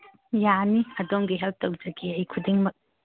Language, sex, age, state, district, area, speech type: Manipuri, female, 45-60, Manipur, Churachandpur, urban, conversation